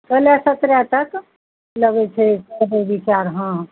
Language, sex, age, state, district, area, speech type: Maithili, female, 45-60, Bihar, Begusarai, rural, conversation